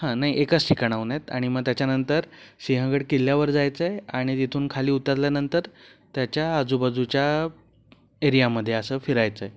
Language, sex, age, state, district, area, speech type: Marathi, male, 30-45, Maharashtra, Pune, urban, spontaneous